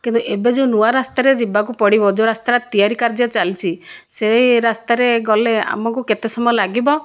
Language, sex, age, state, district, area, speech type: Odia, female, 60+, Odisha, Kandhamal, rural, spontaneous